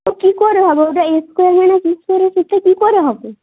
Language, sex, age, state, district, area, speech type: Bengali, male, 18-30, West Bengal, Jalpaiguri, rural, conversation